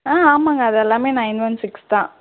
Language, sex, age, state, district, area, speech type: Tamil, female, 18-30, Tamil Nadu, Erode, rural, conversation